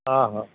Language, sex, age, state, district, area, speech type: Odia, male, 30-45, Odisha, Kendujhar, urban, conversation